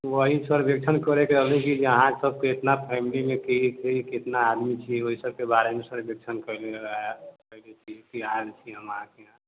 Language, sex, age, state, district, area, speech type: Maithili, male, 30-45, Bihar, Sitamarhi, urban, conversation